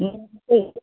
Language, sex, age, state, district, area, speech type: Hindi, female, 60+, Uttar Pradesh, Chandauli, urban, conversation